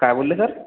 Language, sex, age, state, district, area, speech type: Marathi, male, 18-30, Maharashtra, Washim, rural, conversation